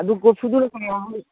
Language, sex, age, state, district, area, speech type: Manipuri, female, 60+, Manipur, Imphal East, rural, conversation